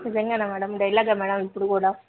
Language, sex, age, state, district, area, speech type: Telugu, female, 30-45, Andhra Pradesh, Nellore, urban, conversation